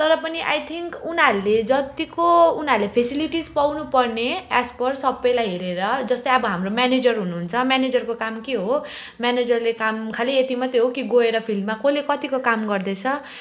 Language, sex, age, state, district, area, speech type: Nepali, female, 30-45, West Bengal, Kalimpong, rural, spontaneous